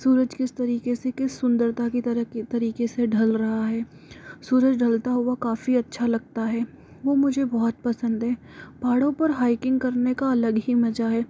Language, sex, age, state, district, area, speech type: Hindi, female, 45-60, Rajasthan, Jaipur, urban, spontaneous